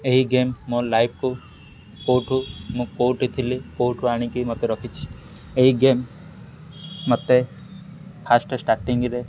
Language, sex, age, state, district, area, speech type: Odia, male, 18-30, Odisha, Ganjam, urban, spontaneous